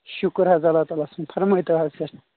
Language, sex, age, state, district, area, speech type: Kashmiri, male, 30-45, Jammu and Kashmir, Kulgam, rural, conversation